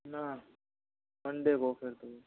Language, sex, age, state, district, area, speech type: Hindi, male, 30-45, Rajasthan, Jodhpur, rural, conversation